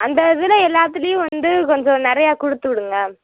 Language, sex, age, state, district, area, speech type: Tamil, female, 18-30, Tamil Nadu, Madurai, rural, conversation